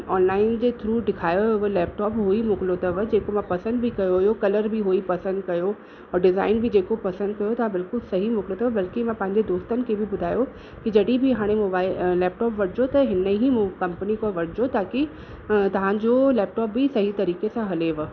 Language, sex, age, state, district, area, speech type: Sindhi, female, 30-45, Uttar Pradesh, Lucknow, urban, spontaneous